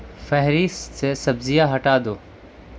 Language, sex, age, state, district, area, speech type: Urdu, male, 30-45, Delhi, South Delhi, urban, read